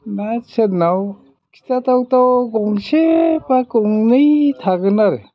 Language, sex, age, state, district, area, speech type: Bodo, male, 60+, Assam, Udalguri, rural, spontaneous